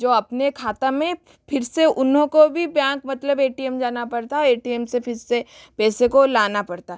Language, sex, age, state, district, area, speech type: Hindi, female, 45-60, Rajasthan, Jodhpur, rural, spontaneous